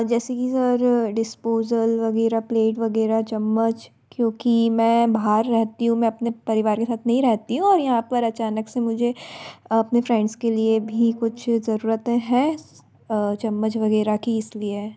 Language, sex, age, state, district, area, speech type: Hindi, female, 30-45, Madhya Pradesh, Bhopal, urban, spontaneous